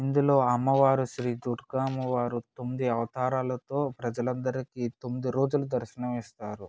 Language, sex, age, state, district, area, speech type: Telugu, male, 18-30, Andhra Pradesh, Eluru, rural, spontaneous